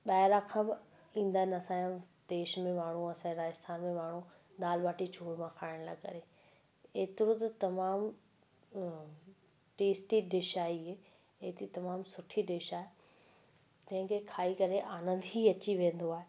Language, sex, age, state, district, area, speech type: Sindhi, female, 18-30, Rajasthan, Ajmer, urban, spontaneous